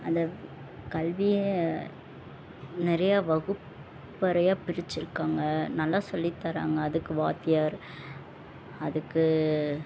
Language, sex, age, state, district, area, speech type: Tamil, female, 18-30, Tamil Nadu, Madurai, urban, spontaneous